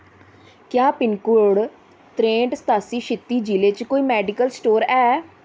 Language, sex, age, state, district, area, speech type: Dogri, female, 30-45, Jammu and Kashmir, Samba, urban, read